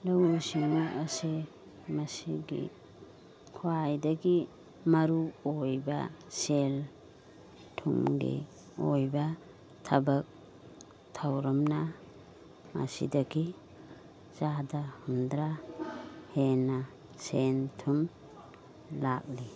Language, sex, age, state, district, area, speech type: Manipuri, female, 45-60, Manipur, Churachandpur, rural, read